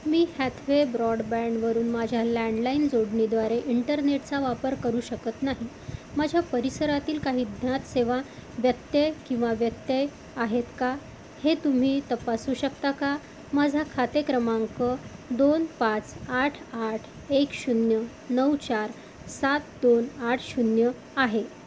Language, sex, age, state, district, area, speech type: Marathi, female, 45-60, Maharashtra, Amravati, urban, read